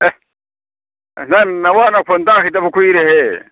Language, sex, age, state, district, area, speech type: Manipuri, male, 30-45, Manipur, Kakching, rural, conversation